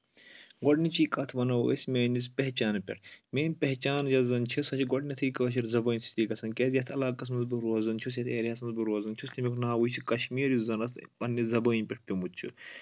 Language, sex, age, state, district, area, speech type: Kashmiri, male, 18-30, Jammu and Kashmir, Kulgam, urban, spontaneous